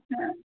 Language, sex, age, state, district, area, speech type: Kashmiri, female, 18-30, Jammu and Kashmir, Bandipora, rural, conversation